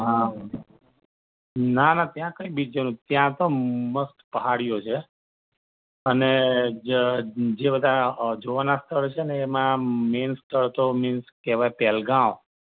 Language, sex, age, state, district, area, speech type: Gujarati, male, 45-60, Gujarat, Ahmedabad, urban, conversation